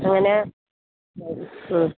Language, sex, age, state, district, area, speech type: Malayalam, female, 45-60, Kerala, Kottayam, rural, conversation